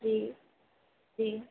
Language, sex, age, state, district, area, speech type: Sindhi, female, 45-60, Uttar Pradesh, Lucknow, rural, conversation